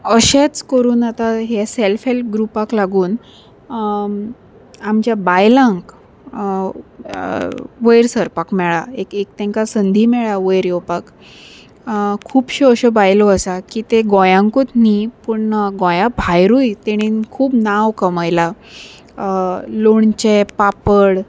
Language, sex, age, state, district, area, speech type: Goan Konkani, female, 30-45, Goa, Salcete, urban, spontaneous